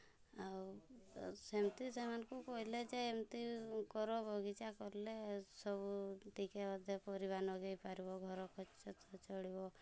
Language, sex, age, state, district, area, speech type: Odia, female, 45-60, Odisha, Mayurbhanj, rural, spontaneous